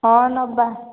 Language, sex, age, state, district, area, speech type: Odia, female, 18-30, Odisha, Nayagarh, rural, conversation